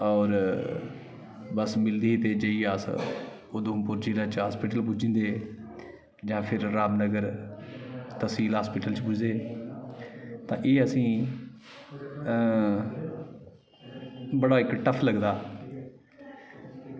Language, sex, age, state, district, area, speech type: Dogri, male, 30-45, Jammu and Kashmir, Udhampur, rural, spontaneous